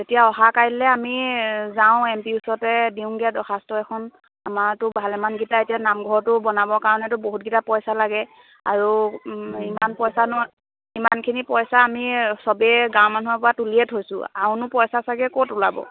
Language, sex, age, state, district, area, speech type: Assamese, female, 18-30, Assam, Lakhimpur, rural, conversation